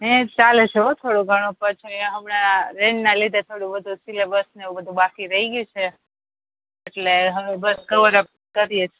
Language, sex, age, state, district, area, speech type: Gujarati, female, 30-45, Gujarat, Rajkot, urban, conversation